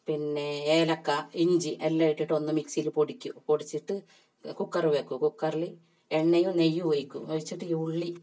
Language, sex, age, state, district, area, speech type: Malayalam, female, 45-60, Kerala, Kasaragod, rural, spontaneous